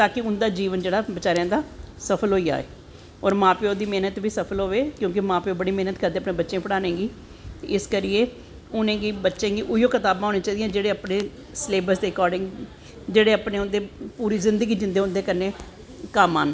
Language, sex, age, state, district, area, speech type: Dogri, female, 45-60, Jammu and Kashmir, Jammu, urban, spontaneous